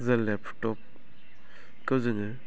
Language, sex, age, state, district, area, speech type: Bodo, male, 18-30, Assam, Baksa, rural, spontaneous